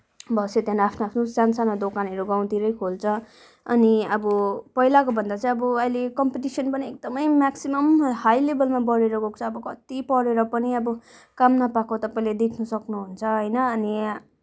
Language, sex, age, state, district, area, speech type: Nepali, female, 18-30, West Bengal, Darjeeling, rural, spontaneous